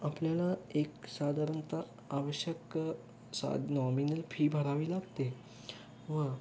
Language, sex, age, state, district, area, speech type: Marathi, male, 18-30, Maharashtra, Kolhapur, urban, spontaneous